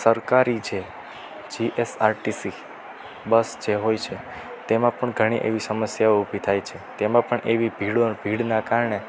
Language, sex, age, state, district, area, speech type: Gujarati, male, 18-30, Gujarat, Rajkot, rural, spontaneous